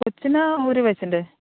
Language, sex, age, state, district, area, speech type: Malayalam, female, 30-45, Kerala, Alappuzha, rural, conversation